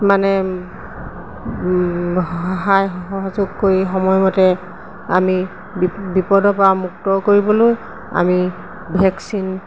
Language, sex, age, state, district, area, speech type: Assamese, female, 45-60, Assam, Golaghat, urban, spontaneous